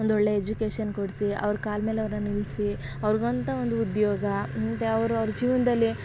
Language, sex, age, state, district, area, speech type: Kannada, female, 18-30, Karnataka, Mysore, urban, spontaneous